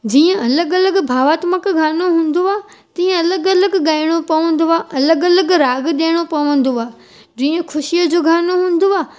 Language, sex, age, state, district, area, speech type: Sindhi, female, 18-30, Gujarat, Junagadh, urban, spontaneous